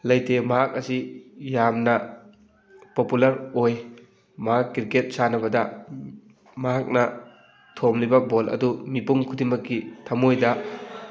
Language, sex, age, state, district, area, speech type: Manipuri, male, 18-30, Manipur, Thoubal, rural, spontaneous